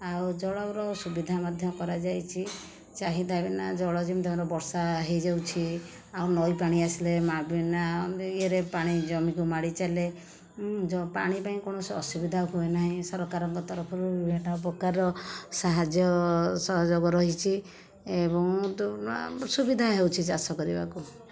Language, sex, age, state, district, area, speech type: Odia, female, 60+, Odisha, Khordha, rural, spontaneous